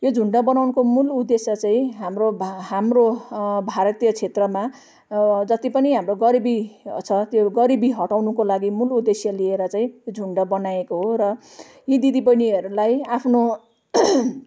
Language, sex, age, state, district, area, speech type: Nepali, female, 45-60, West Bengal, Jalpaiguri, urban, spontaneous